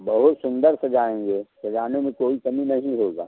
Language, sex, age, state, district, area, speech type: Hindi, male, 60+, Uttar Pradesh, Prayagraj, rural, conversation